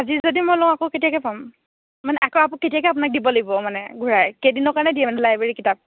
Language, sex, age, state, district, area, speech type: Assamese, female, 18-30, Assam, Morigaon, rural, conversation